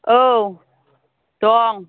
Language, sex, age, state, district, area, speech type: Bodo, female, 60+, Assam, Chirang, rural, conversation